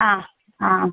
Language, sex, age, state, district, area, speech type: Malayalam, female, 45-60, Kerala, Kasaragod, rural, conversation